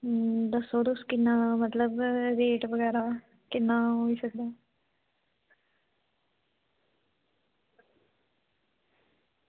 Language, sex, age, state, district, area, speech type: Dogri, female, 18-30, Jammu and Kashmir, Samba, rural, conversation